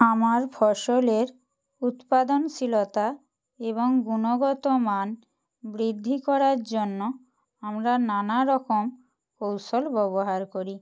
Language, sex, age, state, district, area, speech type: Bengali, female, 45-60, West Bengal, Purba Medinipur, rural, spontaneous